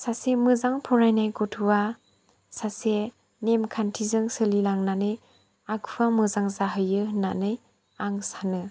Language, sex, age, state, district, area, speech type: Bodo, female, 18-30, Assam, Chirang, urban, spontaneous